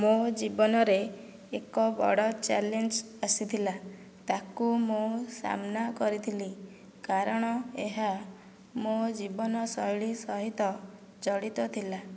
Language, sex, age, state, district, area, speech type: Odia, female, 18-30, Odisha, Nayagarh, rural, spontaneous